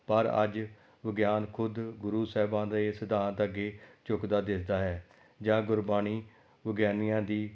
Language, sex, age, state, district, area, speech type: Punjabi, male, 45-60, Punjab, Amritsar, urban, spontaneous